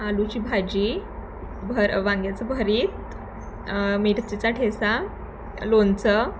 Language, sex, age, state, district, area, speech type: Marathi, female, 18-30, Maharashtra, Thane, rural, spontaneous